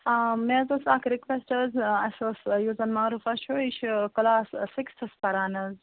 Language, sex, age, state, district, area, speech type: Kashmiri, female, 18-30, Jammu and Kashmir, Bandipora, rural, conversation